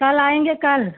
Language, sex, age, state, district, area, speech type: Hindi, female, 30-45, Uttar Pradesh, Lucknow, rural, conversation